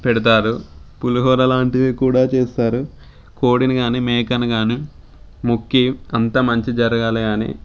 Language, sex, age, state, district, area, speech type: Telugu, male, 18-30, Telangana, Sangareddy, rural, spontaneous